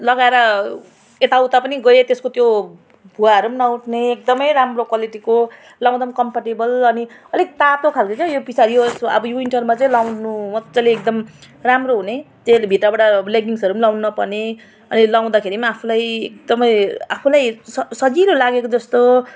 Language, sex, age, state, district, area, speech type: Nepali, female, 30-45, West Bengal, Jalpaiguri, rural, spontaneous